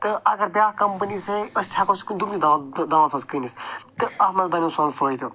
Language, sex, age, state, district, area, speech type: Kashmiri, male, 45-60, Jammu and Kashmir, Ganderbal, urban, spontaneous